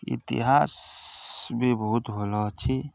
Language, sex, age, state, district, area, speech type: Odia, male, 18-30, Odisha, Nuapada, urban, spontaneous